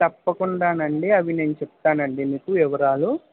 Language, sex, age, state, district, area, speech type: Telugu, male, 60+, Andhra Pradesh, Krishna, urban, conversation